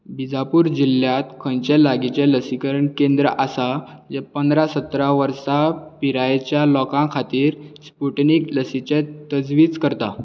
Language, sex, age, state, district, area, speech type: Goan Konkani, male, 18-30, Goa, Bardez, urban, read